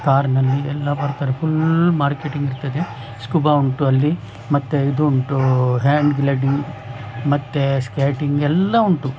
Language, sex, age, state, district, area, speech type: Kannada, male, 60+, Karnataka, Udupi, rural, spontaneous